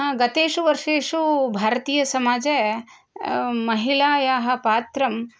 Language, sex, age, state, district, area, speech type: Sanskrit, female, 30-45, Karnataka, Shimoga, rural, spontaneous